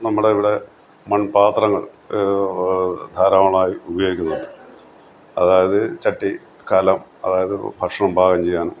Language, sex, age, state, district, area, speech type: Malayalam, male, 60+, Kerala, Kottayam, rural, spontaneous